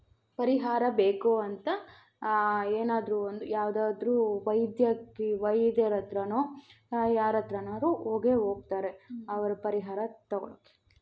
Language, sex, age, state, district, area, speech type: Kannada, female, 18-30, Karnataka, Tumkur, rural, spontaneous